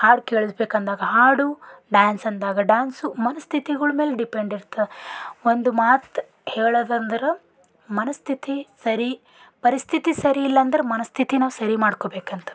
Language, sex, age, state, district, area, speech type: Kannada, female, 30-45, Karnataka, Bidar, rural, spontaneous